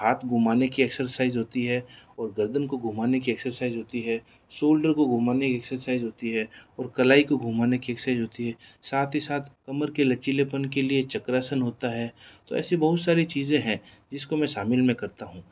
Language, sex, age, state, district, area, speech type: Hindi, male, 18-30, Rajasthan, Jodhpur, rural, spontaneous